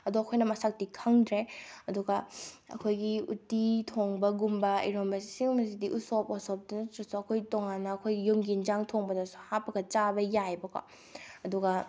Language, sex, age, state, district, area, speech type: Manipuri, female, 18-30, Manipur, Bishnupur, rural, spontaneous